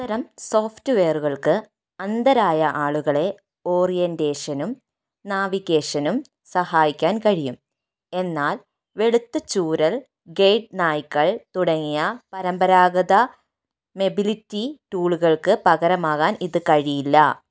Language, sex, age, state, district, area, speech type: Malayalam, female, 30-45, Kerala, Kozhikode, rural, read